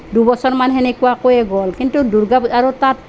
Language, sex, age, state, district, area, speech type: Assamese, female, 45-60, Assam, Nalbari, rural, spontaneous